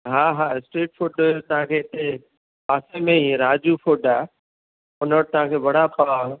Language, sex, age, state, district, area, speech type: Sindhi, male, 60+, Maharashtra, Thane, urban, conversation